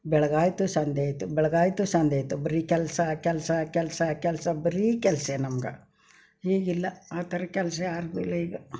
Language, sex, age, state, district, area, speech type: Kannada, female, 60+, Karnataka, Mysore, rural, spontaneous